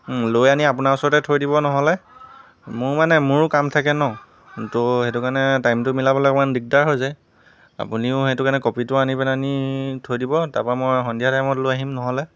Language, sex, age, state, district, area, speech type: Assamese, male, 18-30, Assam, Jorhat, urban, spontaneous